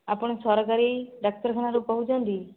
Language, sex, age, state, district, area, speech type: Odia, female, 45-60, Odisha, Jajpur, rural, conversation